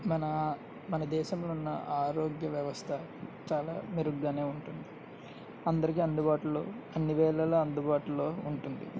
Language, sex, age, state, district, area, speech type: Telugu, male, 18-30, Andhra Pradesh, N T Rama Rao, urban, spontaneous